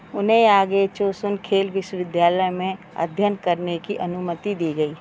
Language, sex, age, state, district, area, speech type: Hindi, female, 45-60, Madhya Pradesh, Narsinghpur, rural, read